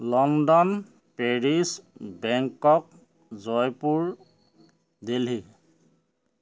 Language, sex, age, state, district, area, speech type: Assamese, male, 45-60, Assam, Charaideo, urban, spontaneous